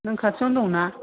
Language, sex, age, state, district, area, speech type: Bodo, female, 60+, Assam, Kokrajhar, urban, conversation